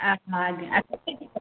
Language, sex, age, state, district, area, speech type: Odia, female, 45-60, Odisha, Gajapati, rural, conversation